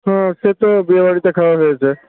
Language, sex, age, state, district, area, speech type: Bengali, male, 60+, West Bengal, Purulia, rural, conversation